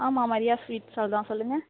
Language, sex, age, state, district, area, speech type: Tamil, female, 18-30, Tamil Nadu, Thanjavur, rural, conversation